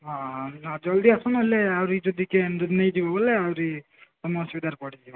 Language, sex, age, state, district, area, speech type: Odia, male, 18-30, Odisha, Koraput, urban, conversation